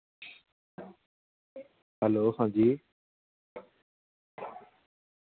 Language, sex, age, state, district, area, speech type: Dogri, male, 18-30, Jammu and Kashmir, Samba, rural, conversation